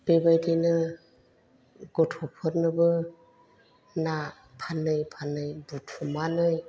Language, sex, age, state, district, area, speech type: Bodo, female, 45-60, Assam, Chirang, rural, spontaneous